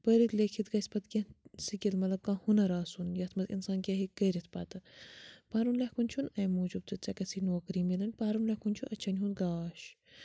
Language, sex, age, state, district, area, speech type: Kashmiri, female, 30-45, Jammu and Kashmir, Bandipora, rural, spontaneous